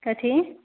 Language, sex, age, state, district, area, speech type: Maithili, female, 18-30, Bihar, Supaul, urban, conversation